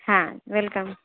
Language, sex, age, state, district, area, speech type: Gujarati, female, 18-30, Gujarat, Valsad, rural, conversation